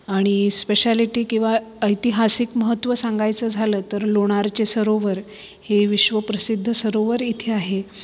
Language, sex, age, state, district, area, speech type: Marathi, female, 30-45, Maharashtra, Buldhana, urban, spontaneous